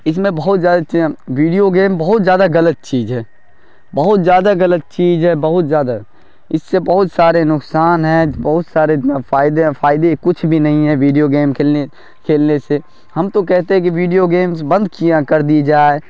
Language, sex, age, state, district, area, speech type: Urdu, male, 18-30, Bihar, Darbhanga, rural, spontaneous